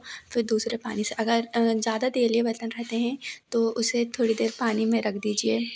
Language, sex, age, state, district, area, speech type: Hindi, female, 18-30, Madhya Pradesh, Seoni, urban, spontaneous